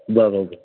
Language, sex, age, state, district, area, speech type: Sindhi, male, 60+, Gujarat, Kutch, rural, conversation